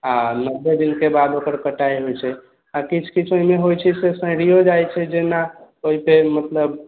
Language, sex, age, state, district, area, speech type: Maithili, male, 45-60, Bihar, Sitamarhi, rural, conversation